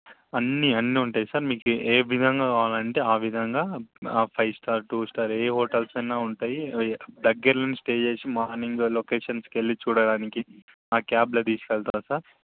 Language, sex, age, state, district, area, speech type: Telugu, male, 18-30, Telangana, Sangareddy, urban, conversation